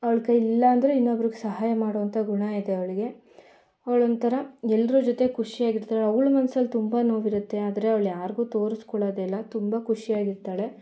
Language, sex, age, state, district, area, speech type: Kannada, female, 18-30, Karnataka, Mandya, rural, spontaneous